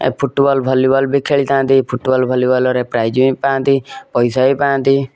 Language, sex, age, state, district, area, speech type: Odia, male, 18-30, Odisha, Kendujhar, urban, spontaneous